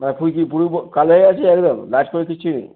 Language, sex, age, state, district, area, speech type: Bengali, male, 45-60, West Bengal, North 24 Parganas, urban, conversation